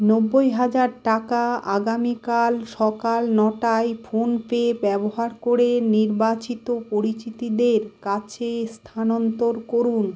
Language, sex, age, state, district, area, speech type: Bengali, female, 45-60, West Bengal, Malda, rural, read